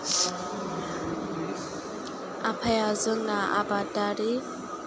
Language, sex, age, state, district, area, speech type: Bodo, female, 18-30, Assam, Chirang, rural, spontaneous